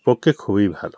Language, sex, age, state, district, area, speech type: Bengali, male, 45-60, West Bengal, Bankura, urban, spontaneous